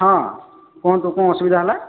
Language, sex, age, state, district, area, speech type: Odia, male, 45-60, Odisha, Sambalpur, rural, conversation